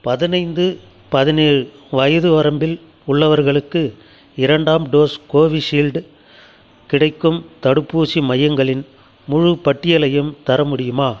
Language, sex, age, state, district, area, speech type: Tamil, male, 60+, Tamil Nadu, Krishnagiri, rural, read